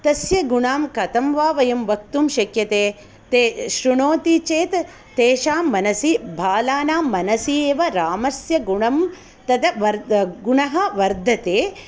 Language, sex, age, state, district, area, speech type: Sanskrit, female, 45-60, Karnataka, Hassan, rural, spontaneous